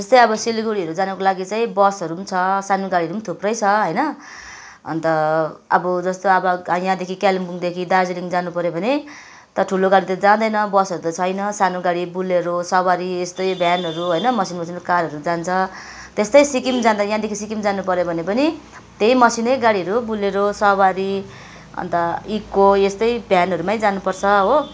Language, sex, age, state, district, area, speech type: Nepali, female, 45-60, West Bengal, Kalimpong, rural, spontaneous